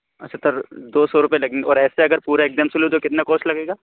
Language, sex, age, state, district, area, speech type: Urdu, male, 30-45, Uttar Pradesh, Lucknow, urban, conversation